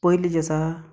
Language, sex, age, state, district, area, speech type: Goan Konkani, male, 30-45, Goa, Canacona, rural, spontaneous